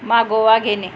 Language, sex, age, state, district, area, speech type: Marathi, female, 45-60, Maharashtra, Buldhana, rural, read